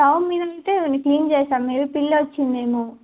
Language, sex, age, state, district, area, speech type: Telugu, female, 18-30, Telangana, Sangareddy, urban, conversation